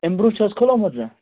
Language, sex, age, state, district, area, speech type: Kashmiri, male, 30-45, Jammu and Kashmir, Kupwara, rural, conversation